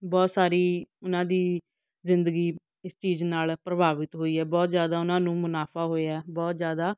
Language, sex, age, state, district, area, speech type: Punjabi, female, 45-60, Punjab, Fatehgarh Sahib, rural, spontaneous